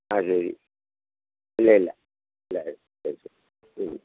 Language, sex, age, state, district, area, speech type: Malayalam, male, 60+, Kerala, Pathanamthitta, rural, conversation